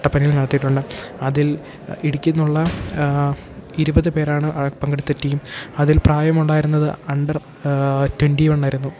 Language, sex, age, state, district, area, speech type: Malayalam, male, 18-30, Kerala, Idukki, rural, spontaneous